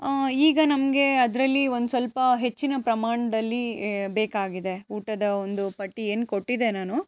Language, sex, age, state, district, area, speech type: Kannada, female, 18-30, Karnataka, Chikkaballapur, urban, spontaneous